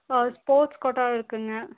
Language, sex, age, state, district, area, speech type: Tamil, female, 18-30, Tamil Nadu, Erode, rural, conversation